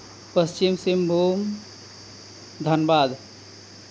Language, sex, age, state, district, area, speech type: Santali, male, 30-45, Jharkhand, Seraikela Kharsawan, rural, spontaneous